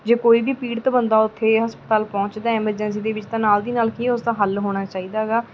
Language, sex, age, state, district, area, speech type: Punjabi, female, 30-45, Punjab, Mansa, urban, spontaneous